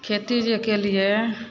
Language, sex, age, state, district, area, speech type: Maithili, female, 30-45, Bihar, Darbhanga, urban, spontaneous